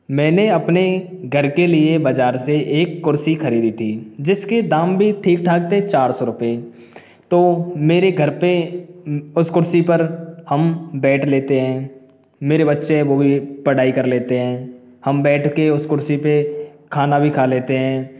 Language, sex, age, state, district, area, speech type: Hindi, male, 18-30, Rajasthan, Karauli, rural, spontaneous